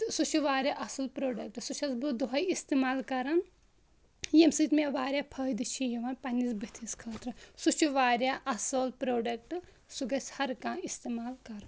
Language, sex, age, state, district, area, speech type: Kashmiri, female, 18-30, Jammu and Kashmir, Kulgam, rural, spontaneous